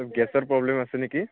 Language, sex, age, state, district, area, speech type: Assamese, male, 18-30, Assam, Barpeta, rural, conversation